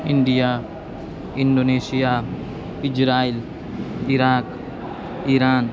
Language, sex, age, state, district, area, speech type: Sanskrit, male, 18-30, Assam, Biswanath, rural, spontaneous